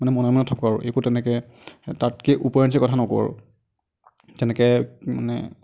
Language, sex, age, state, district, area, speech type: Assamese, male, 30-45, Assam, Darrang, rural, spontaneous